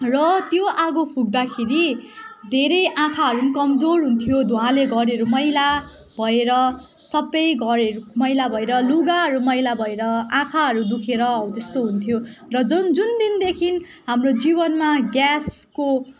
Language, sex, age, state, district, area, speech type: Nepali, female, 18-30, West Bengal, Darjeeling, rural, spontaneous